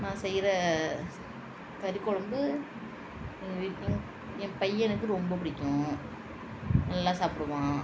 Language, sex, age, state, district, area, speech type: Tamil, female, 18-30, Tamil Nadu, Thanjavur, rural, spontaneous